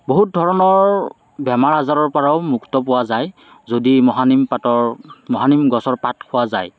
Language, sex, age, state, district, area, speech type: Assamese, male, 30-45, Assam, Morigaon, urban, spontaneous